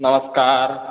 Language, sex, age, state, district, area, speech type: Hindi, male, 30-45, Bihar, Samastipur, rural, conversation